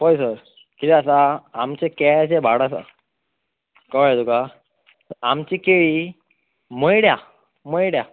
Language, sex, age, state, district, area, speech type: Goan Konkani, male, 18-30, Goa, Bardez, urban, conversation